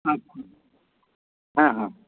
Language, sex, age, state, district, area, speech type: Bengali, male, 60+, West Bengal, Dakshin Dinajpur, rural, conversation